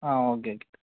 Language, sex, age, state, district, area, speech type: Malayalam, male, 18-30, Kerala, Wayanad, rural, conversation